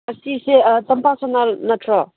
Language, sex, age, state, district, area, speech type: Manipuri, female, 18-30, Manipur, Kangpokpi, rural, conversation